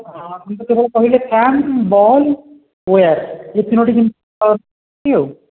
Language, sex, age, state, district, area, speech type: Odia, male, 45-60, Odisha, Puri, urban, conversation